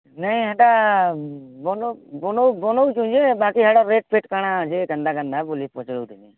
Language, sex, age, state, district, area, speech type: Odia, male, 45-60, Odisha, Nuapada, urban, conversation